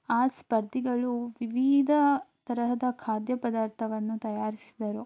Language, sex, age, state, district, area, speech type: Kannada, female, 18-30, Karnataka, Shimoga, rural, spontaneous